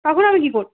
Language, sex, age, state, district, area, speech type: Bengali, female, 18-30, West Bengal, Purulia, rural, conversation